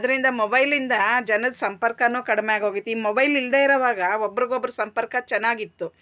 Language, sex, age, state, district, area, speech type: Kannada, female, 45-60, Karnataka, Bangalore Urban, urban, spontaneous